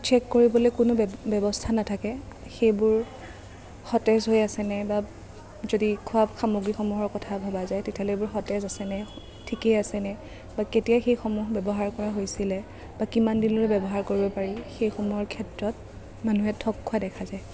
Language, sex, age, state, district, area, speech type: Assamese, female, 30-45, Assam, Kamrup Metropolitan, urban, spontaneous